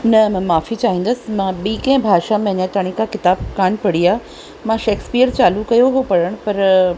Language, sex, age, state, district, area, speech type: Sindhi, female, 45-60, Rajasthan, Ajmer, rural, spontaneous